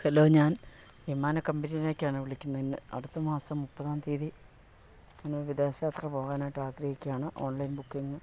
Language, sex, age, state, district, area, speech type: Malayalam, female, 45-60, Kerala, Idukki, rural, spontaneous